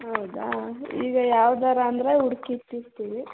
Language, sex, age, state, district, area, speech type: Kannada, female, 30-45, Karnataka, Hassan, urban, conversation